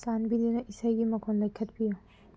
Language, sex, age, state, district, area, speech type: Manipuri, female, 18-30, Manipur, Senapati, rural, read